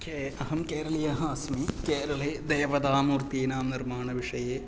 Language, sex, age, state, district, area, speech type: Sanskrit, male, 30-45, Kerala, Ernakulam, urban, spontaneous